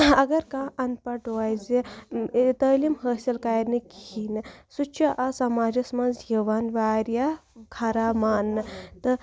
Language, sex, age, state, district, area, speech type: Kashmiri, female, 18-30, Jammu and Kashmir, Baramulla, rural, spontaneous